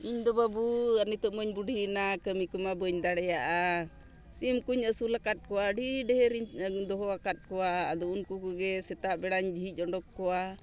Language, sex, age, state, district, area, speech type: Santali, female, 60+, Jharkhand, Bokaro, rural, spontaneous